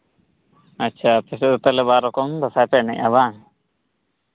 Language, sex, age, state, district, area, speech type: Santali, male, 18-30, West Bengal, Purba Bardhaman, rural, conversation